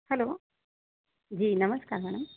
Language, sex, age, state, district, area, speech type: Hindi, female, 30-45, Madhya Pradesh, Katni, urban, conversation